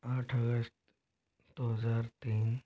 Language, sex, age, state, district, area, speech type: Hindi, male, 18-30, Rajasthan, Jodhpur, rural, spontaneous